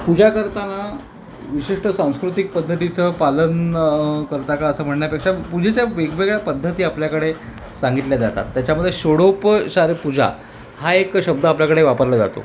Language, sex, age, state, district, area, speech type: Marathi, male, 45-60, Maharashtra, Thane, rural, spontaneous